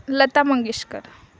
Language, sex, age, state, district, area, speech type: Marathi, female, 18-30, Maharashtra, Wardha, rural, spontaneous